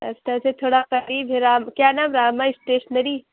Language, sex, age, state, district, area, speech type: Urdu, female, 30-45, Uttar Pradesh, Lucknow, rural, conversation